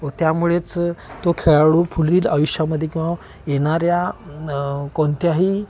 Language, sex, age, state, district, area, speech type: Marathi, male, 30-45, Maharashtra, Kolhapur, urban, spontaneous